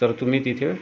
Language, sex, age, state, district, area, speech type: Marathi, male, 45-60, Maharashtra, Akola, rural, spontaneous